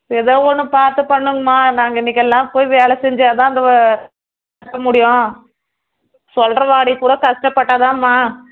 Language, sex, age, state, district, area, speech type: Tamil, female, 30-45, Tamil Nadu, Tirupattur, rural, conversation